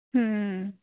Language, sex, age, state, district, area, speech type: Santali, female, 18-30, West Bengal, Birbhum, rural, conversation